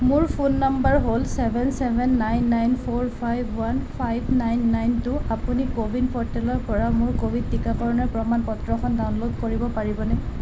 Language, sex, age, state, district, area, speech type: Assamese, female, 30-45, Assam, Nalbari, rural, read